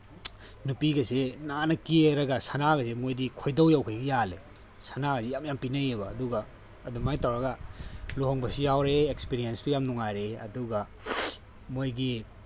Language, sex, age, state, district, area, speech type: Manipuri, male, 30-45, Manipur, Tengnoupal, rural, spontaneous